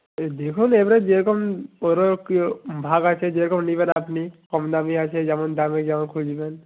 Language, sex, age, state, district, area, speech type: Bengali, male, 18-30, West Bengal, North 24 Parganas, rural, conversation